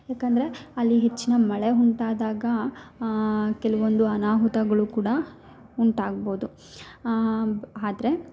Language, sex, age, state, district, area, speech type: Kannada, female, 30-45, Karnataka, Hassan, rural, spontaneous